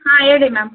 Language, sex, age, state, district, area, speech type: Kannada, female, 18-30, Karnataka, Hassan, urban, conversation